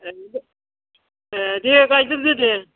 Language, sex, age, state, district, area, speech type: Bodo, female, 60+, Assam, Chirang, rural, conversation